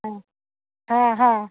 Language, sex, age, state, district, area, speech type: Hindi, female, 45-60, Bihar, Muzaffarpur, urban, conversation